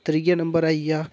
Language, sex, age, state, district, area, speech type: Dogri, male, 18-30, Jammu and Kashmir, Udhampur, rural, spontaneous